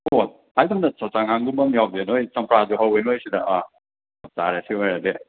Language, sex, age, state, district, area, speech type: Manipuri, male, 18-30, Manipur, Imphal West, rural, conversation